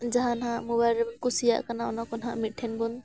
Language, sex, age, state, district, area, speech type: Santali, female, 18-30, Jharkhand, Bokaro, rural, spontaneous